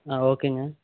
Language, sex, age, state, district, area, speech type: Tamil, male, 18-30, Tamil Nadu, Erode, rural, conversation